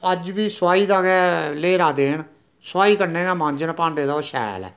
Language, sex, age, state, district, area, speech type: Dogri, male, 60+, Jammu and Kashmir, Reasi, rural, spontaneous